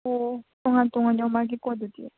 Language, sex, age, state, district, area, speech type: Manipuri, female, 18-30, Manipur, Senapati, rural, conversation